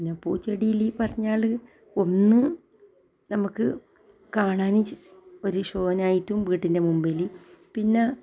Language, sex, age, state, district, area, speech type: Malayalam, female, 60+, Kerala, Kasaragod, rural, spontaneous